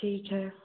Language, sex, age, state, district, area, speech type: Hindi, other, 45-60, Madhya Pradesh, Bhopal, urban, conversation